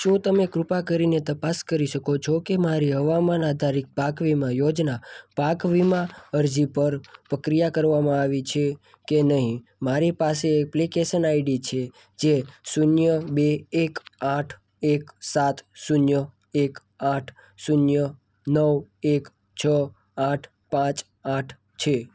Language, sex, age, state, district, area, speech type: Gujarati, male, 18-30, Gujarat, Surat, rural, read